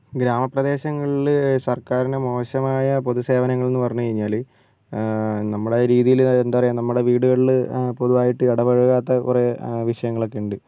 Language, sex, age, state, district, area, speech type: Malayalam, male, 45-60, Kerala, Wayanad, rural, spontaneous